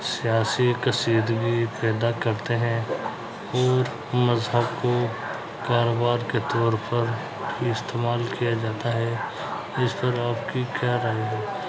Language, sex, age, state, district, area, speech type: Urdu, male, 45-60, Uttar Pradesh, Muzaffarnagar, urban, spontaneous